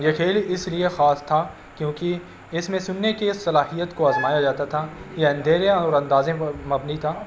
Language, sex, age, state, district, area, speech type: Urdu, male, 18-30, Uttar Pradesh, Azamgarh, urban, spontaneous